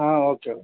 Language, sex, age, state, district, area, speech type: Kannada, male, 45-60, Karnataka, Ramanagara, rural, conversation